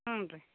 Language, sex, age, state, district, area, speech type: Kannada, female, 60+, Karnataka, Gadag, rural, conversation